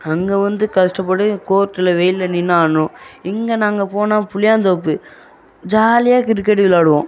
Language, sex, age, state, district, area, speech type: Tamil, male, 30-45, Tamil Nadu, Viluppuram, rural, spontaneous